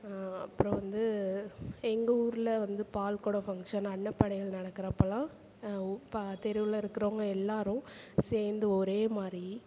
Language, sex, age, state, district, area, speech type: Tamil, female, 45-60, Tamil Nadu, Perambalur, urban, spontaneous